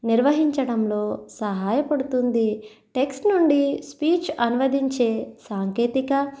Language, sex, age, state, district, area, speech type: Telugu, female, 30-45, Andhra Pradesh, East Godavari, rural, spontaneous